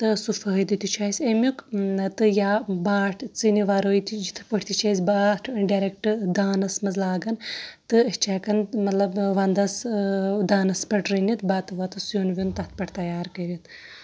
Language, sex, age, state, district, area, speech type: Kashmiri, female, 30-45, Jammu and Kashmir, Shopian, urban, spontaneous